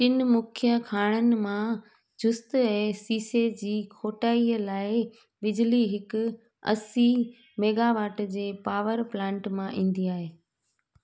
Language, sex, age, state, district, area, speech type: Sindhi, female, 30-45, Gujarat, Junagadh, rural, read